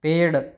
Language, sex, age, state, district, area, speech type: Hindi, male, 30-45, Rajasthan, Jodhpur, rural, read